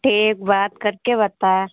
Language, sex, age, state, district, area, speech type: Hindi, female, 45-60, Uttar Pradesh, Lucknow, rural, conversation